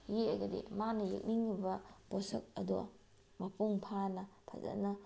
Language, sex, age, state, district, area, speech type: Manipuri, female, 45-60, Manipur, Bishnupur, rural, spontaneous